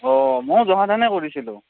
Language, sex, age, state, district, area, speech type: Assamese, male, 45-60, Assam, Morigaon, rural, conversation